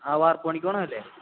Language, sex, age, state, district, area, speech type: Malayalam, male, 18-30, Kerala, Thrissur, rural, conversation